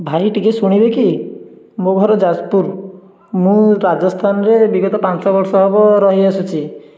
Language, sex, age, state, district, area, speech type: Odia, male, 30-45, Odisha, Puri, urban, spontaneous